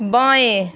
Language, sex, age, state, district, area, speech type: Hindi, female, 45-60, Bihar, Begusarai, rural, read